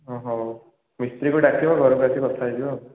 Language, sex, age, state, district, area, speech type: Odia, male, 18-30, Odisha, Dhenkanal, rural, conversation